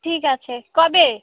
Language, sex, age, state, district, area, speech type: Bengali, female, 30-45, West Bengal, Alipurduar, rural, conversation